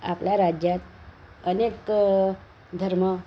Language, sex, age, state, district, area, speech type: Marathi, female, 60+, Maharashtra, Nagpur, urban, spontaneous